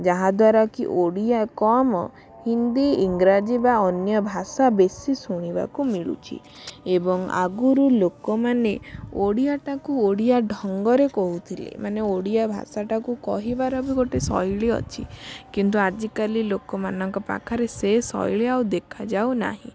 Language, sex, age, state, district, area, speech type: Odia, female, 18-30, Odisha, Bhadrak, rural, spontaneous